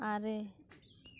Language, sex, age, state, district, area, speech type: Santali, other, 18-30, West Bengal, Birbhum, rural, read